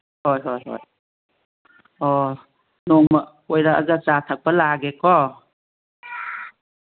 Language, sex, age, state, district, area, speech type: Manipuri, female, 60+, Manipur, Kangpokpi, urban, conversation